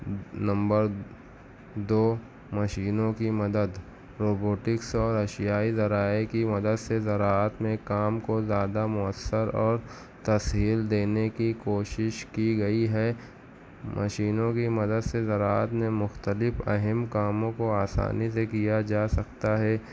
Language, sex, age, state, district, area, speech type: Urdu, male, 18-30, Maharashtra, Nashik, urban, spontaneous